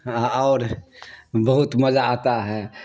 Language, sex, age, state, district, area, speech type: Urdu, male, 60+, Bihar, Darbhanga, rural, spontaneous